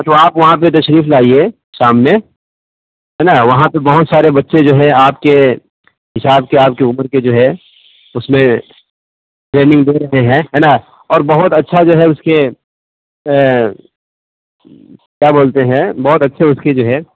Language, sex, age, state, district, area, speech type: Urdu, male, 30-45, Bihar, East Champaran, urban, conversation